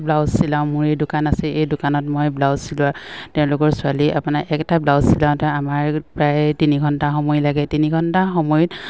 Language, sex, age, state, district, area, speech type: Assamese, female, 45-60, Assam, Dibrugarh, rural, spontaneous